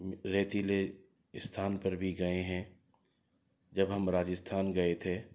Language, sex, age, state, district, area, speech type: Urdu, male, 30-45, Delhi, Central Delhi, urban, spontaneous